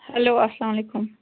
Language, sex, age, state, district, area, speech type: Kashmiri, female, 18-30, Jammu and Kashmir, Ganderbal, rural, conversation